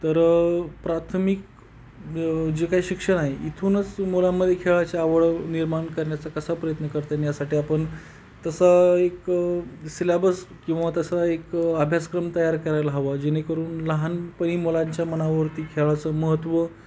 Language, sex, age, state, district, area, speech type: Marathi, male, 30-45, Maharashtra, Beed, rural, spontaneous